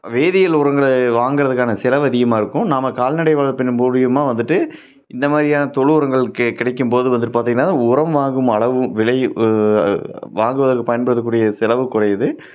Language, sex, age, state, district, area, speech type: Tamil, male, 30-45, Tamil Nadu, Tiruppur, rural, spontaneous